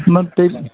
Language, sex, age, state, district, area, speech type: Bodo, male, 60+, Assam, Kokrajhar, rural, conversation